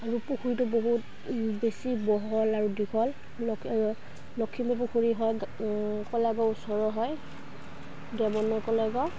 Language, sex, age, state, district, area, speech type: Assamese, female, 18-30, Assam, Udalguri, rural, spontaneous